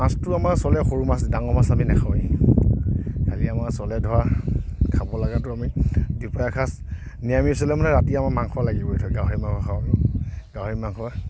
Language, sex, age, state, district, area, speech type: Assamese, male, 45-60, Assam, Kamrup Metropolitan, urban, spontaneous